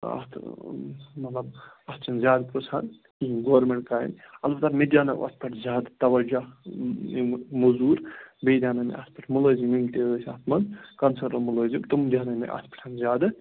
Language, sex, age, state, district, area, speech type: Kashmiri, male, 30-45, Jammu and Kashmir, Ganderbal, rural, conversation